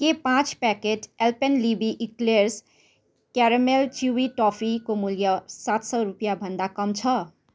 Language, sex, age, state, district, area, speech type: Nepali, female, 30-45, West Bengal, Kalimpong, rural, read